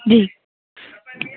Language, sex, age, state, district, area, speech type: Urdu, female, 18-30, Jammu and Kashmir, Srinagar, urban, conversation